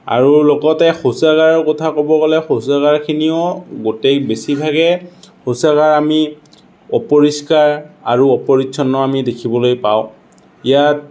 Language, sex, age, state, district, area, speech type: Assamese, male, 60+, Assam, Morigaon, rural, spontaneous